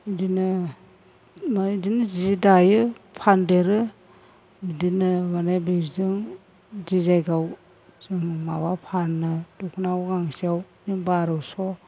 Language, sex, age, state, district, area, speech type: Bodo, female, 60+, Assam, Chirang, rural, spontaneous